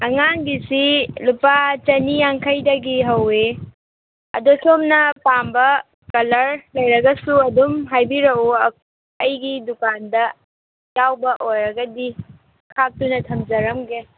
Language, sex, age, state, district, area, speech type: Manipuri, female, 18-30, Manipur, Kangpokpi, urban, conversation